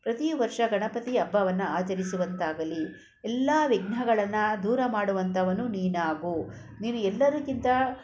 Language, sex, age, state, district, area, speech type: Kannada, female, 45-60, Karnataka, Bangalore Rural, rural, spontaneous